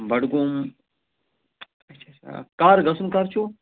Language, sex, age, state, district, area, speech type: Kashmiri, male, 30-45, Jammu and Kashmir, Budgam, rural, conversation